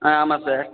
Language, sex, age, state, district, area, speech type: Tamil, male, 18-30, Tamil Nadu, Tiruvarur, rural, conversation